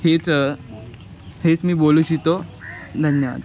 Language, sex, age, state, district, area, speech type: Marathi, male, 18-30, Maharashtra, Thane, urban, spontaneous